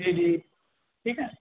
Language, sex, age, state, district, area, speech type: Urdu, male, 18-30, Uttar Pradesh, Rampur, urban, conversation